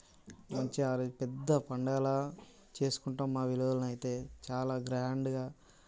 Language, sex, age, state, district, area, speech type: Telugu, male, 18-30, Telangana, Mancherial, rural, spontaneous